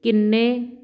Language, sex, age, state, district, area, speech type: Punjabi, female, 45-60, Punjab, Fazilka, rural, read